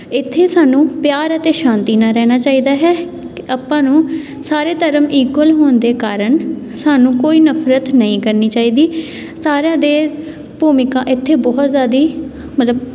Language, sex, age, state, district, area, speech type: Punjabi, female, 18-30, Punjab, Tarn Taran, urban, spontaneous